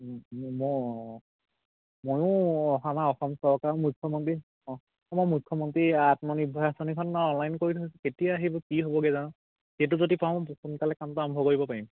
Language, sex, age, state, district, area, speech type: Assamese, male, 18-30, Assam, Majuli, urban, conversation